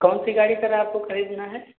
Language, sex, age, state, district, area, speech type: Hindi, male, 45-60, Uttar Pradesh, Sitapur, rural, conversation